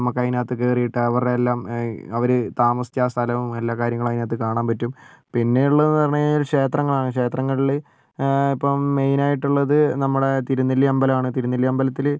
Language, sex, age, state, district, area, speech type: Malayalam, male, 30-45, Kerala, Wayanad, rural, spontaneous